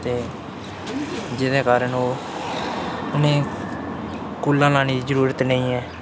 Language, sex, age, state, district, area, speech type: Dogri, male, 18-30, Jammu and Kashmir, Udhampur, rural, spontaneous